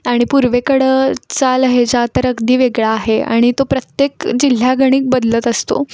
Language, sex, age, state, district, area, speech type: Marathi, female, 18-30, Maharashtra, Kolhapur, urban, spontaneous